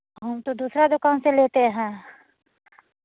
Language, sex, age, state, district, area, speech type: Hindi, female, 45-60, Bihar, Muzaffarpur, urban, conversation